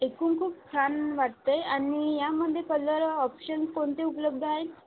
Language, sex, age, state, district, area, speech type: Marathi, female, 18-30, Maharashtra, Aurangabad, rural, conversation